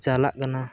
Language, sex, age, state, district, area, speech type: Santali, male, 18-30, Jharkhand, East Singhbhum, rural, spontaneous